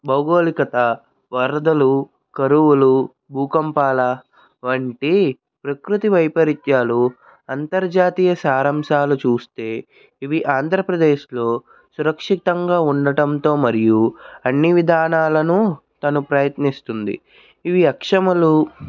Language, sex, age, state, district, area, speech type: Telugu, male, 45-60, Andhra Pradesh, Krishna, urban, spontaneous